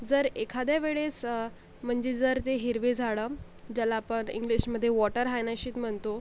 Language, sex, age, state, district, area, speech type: Marathi, female, 45-60, Maharashtra, Akola, rural, spontaneous